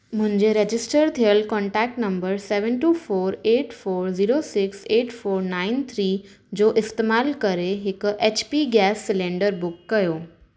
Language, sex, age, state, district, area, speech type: Sindhi, female, 18-30, Maharashtra, Thane, urban, read